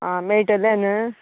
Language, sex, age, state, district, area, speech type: Goan Konkani, female, 18-30, Goa, Canacona, rural, conversation